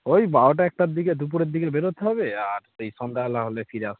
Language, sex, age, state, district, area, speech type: Bengali, male, 18-30, West Bengal, Darjeeling, urban, conversation